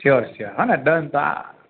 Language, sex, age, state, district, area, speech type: Gujarati, male, 30-45, Gujarat, Ahmedabad, urban, conversation